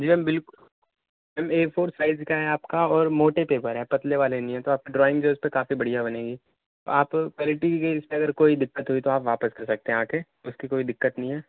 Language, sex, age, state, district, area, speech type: Urdu, male, 18-30, Delhi, North West Delhi, urban, conversation